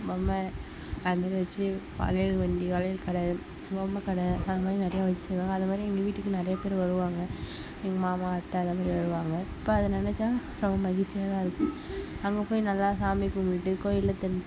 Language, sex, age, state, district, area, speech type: Tamil, female, 60+, Tamil Nadu, Cuddalore, rural, spontaneous